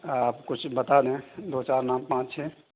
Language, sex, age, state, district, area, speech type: Urdu, male, 18-30, Uttar Pradesh, Saharanpur, urban, conversation